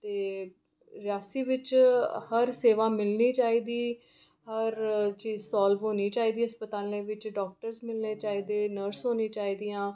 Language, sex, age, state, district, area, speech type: Dogri, female, 30-45, Jammu and Kashmir, Reasi, urban, spontaneous